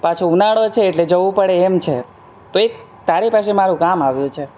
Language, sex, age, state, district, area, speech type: Gujarati, male, 18-30, Gujarat, Surat, rural, spontaneous